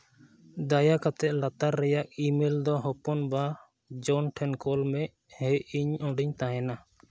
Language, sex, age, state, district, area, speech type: Santali, male, 18-30, Jharkhand, East Singhbhum, rural, read